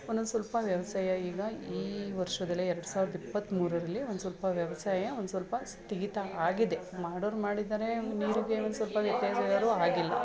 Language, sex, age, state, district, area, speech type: Kannada, female, 30-45, Karnataka, Mandya, urban, spontaneous